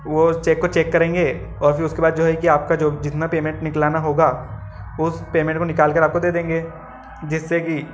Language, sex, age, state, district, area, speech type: Hindi, male, 18-30, Madhya Pradesh, Ujjain, urban, spontaneous